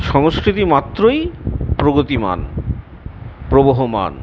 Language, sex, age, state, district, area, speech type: Bengali, male, 45-60, West Bengal, Purulia, urban, spontaneous